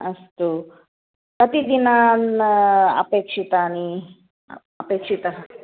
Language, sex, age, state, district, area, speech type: Sanskrit, female, 30-45, Karnataka, Shimoga, urban, conversation